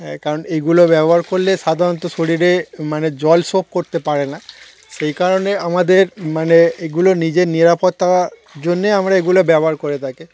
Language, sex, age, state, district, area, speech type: Bengali, male, 30-45, West Bengal, Darjeeling, urban, spontaneous